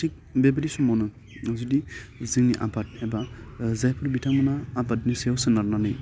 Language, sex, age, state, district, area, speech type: Bodo, male, 18-30, Assam, Baksa, urban, spontaneous